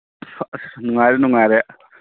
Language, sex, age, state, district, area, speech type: Manipuri, male, 30-45, Manipur, Kangpokpi, urban, conversation